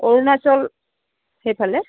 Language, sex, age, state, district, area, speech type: Assamese, female, 45-60, Assam, Dibrugarh, rural, conversation